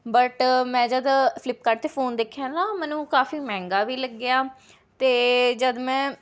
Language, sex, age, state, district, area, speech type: Punjabi, female, 18-30, Punjab, Rupnagar, rural, spontaneous